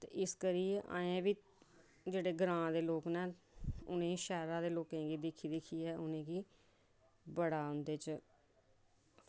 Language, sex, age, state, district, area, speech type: Dogri, female, 30-45, Jammu and Kashmir, Samba, rural, spontaneous